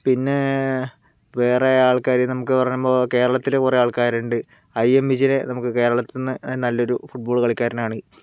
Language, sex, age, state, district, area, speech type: Malayalam, male, 30-45, Kerala, Palakkad, rural, spontaneous